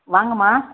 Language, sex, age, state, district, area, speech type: Tamil, female, 30-45, Tamil Nadu, Dharmapuri, rural, conversation